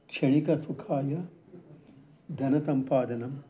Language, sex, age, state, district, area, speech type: Sanskrit, male, 60+, Karnataka, Bangalore Urban, urban, spontaneous